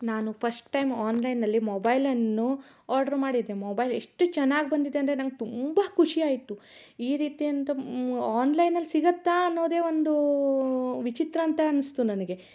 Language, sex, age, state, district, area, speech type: Kannada, female, 30-45, Karnataka, Shimoga, rural, spontaneous